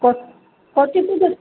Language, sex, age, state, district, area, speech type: Odia, female, 30-45, Odisha, Sundergarh, urban, conversation